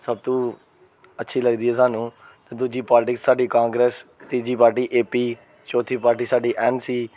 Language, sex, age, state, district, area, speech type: Dogri, male, 30-45, Jammu and Kashmir, Jammu, urban, spontaneous